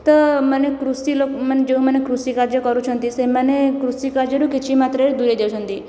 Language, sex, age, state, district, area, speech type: Odia, female, 18-30, Odisha, Khordha, rural, spontaneous